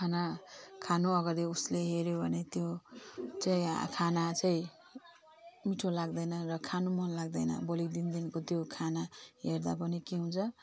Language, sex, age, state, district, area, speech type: Nepali, female, 45-60, West Bengal, Jalpaiguri, urban, spontaneous